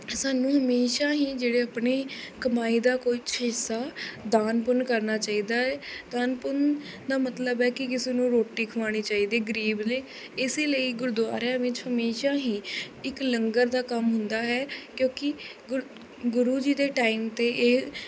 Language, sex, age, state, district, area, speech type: Punjabi, female, 18-30, Punjab, Kapurthala, urban, spontaneous